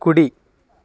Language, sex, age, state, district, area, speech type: Telugu, male, 18-30, Andhra Pradesh, Konaseema, rural, read